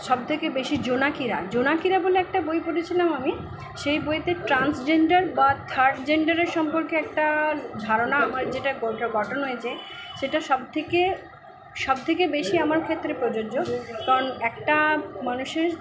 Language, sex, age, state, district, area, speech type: Bengali, female, 60+, West Bengal, Purba Bardhaman, urban, spontaneous